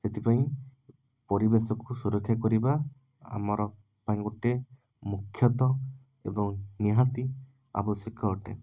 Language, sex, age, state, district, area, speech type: Odia, male, 18-30, Odisha, Puri, urban, spontaneous